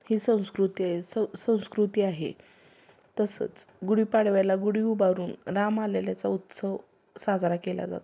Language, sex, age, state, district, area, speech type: Marathi, female, 30-45, Maharashtra, Sangli, rural, spontaneous